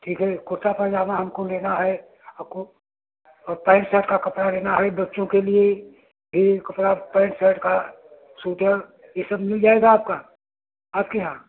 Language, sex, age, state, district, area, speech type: Hindi, male, 60+, Uttar Pradesh, Prayagraj, rural, conversation